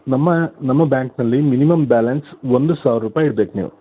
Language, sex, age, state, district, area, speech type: Kannada, male, 30-45, Karnataka, Shimoga, rural, conversation